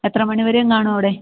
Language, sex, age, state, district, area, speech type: Malayalam, female, 45-60, Kerala, Idukki, rural, conversation